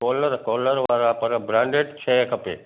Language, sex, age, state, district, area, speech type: Sindhi, male, 60+, Gujarat, Kutch, urban, conversation